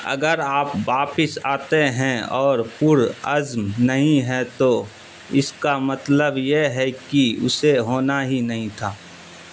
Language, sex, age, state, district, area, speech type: Urdu, male, 45-60, Bihar, Supaul, rural, read